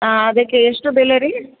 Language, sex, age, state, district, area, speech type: Kannada, female, 60+, Karnataka, Bellary, rural, conversation